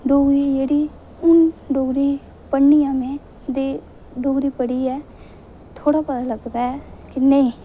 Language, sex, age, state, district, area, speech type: Dogri, female, 18-30, Jammu and Kashmir, Reasi, rural, spontaneous